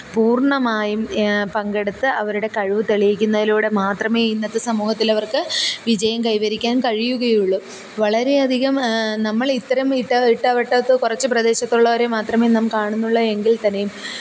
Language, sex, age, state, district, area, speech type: Malayalam, female, 30-45, Kerala, Kollam, rural, spontaneous